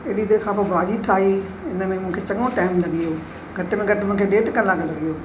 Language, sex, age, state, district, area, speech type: Sindhi, female, 60+, Maharashtra, Mumbai Suburban, urban, spontaneous